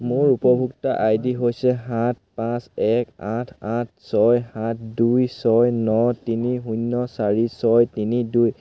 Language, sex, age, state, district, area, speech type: Assamese, male, 18-30, Assam, Sivasagar, rural, read